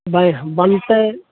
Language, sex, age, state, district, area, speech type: Maithili, male, 45-60, Bihar, Saharsa, rural, conversation